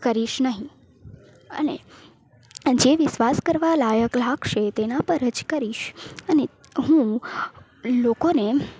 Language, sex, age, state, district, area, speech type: Gujarati, female, 18-30, Gujarat, Valsad, rural, spontaneous